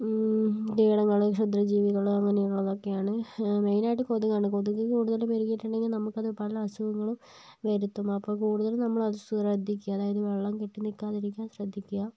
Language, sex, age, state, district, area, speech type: Malayalam, female, 45-60, Kerala, Kozhikode, urban, spontaneous